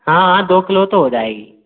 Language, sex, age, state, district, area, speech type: Hindi, male, 18-30, Madhya Pradesh, Gwalior, rural, conversation